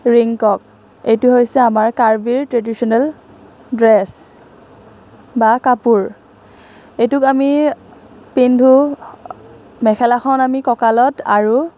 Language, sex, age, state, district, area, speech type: Assamese, female, 18-30, Assam, Kamrup Metropolitan, rural, spontaneous